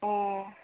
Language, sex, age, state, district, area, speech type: Manipuri, female, 18-30, Manipur, Kangpokpi, urban, conversation